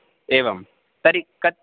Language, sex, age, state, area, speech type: Sanskrit, male, 30-45, Rajasthan, urban, conversation